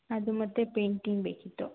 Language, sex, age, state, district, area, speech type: Kannada, female, 18-30, Karnataka, Mandya, rural, conversation